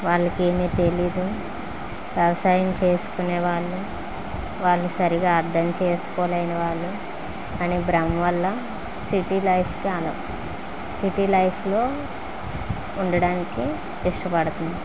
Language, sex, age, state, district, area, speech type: Telugu, female, 30-45, Andhra Pradesh, Vizianagaram, rural, spontaneous